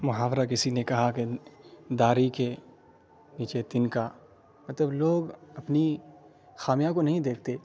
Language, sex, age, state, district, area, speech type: Urdu, male, 30-45, Bihar, Khagaria, rural, spontaneous